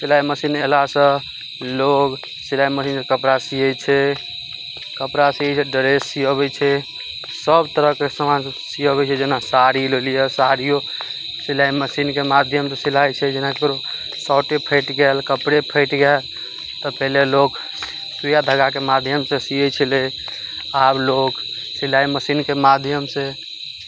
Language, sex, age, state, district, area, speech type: Maithili, male, 18-30, Bihar, Madhubani, rural, spontaneous